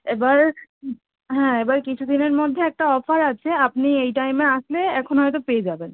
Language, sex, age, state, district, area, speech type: Bengali, female, 18-30, West Bengal, North 24 Parganas, urban, conversation